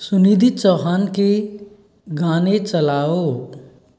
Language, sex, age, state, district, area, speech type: Hindi, male, 45-60, Rajasthan, Karauli, rural, read